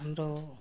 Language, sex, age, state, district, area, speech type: Nepali, female, 60+, West Bengal, Jalpaiguri, rural, spontaneous